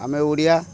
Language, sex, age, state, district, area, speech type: Odia, male, 45-60, Odisha, Kendrapara, urban, spontaneous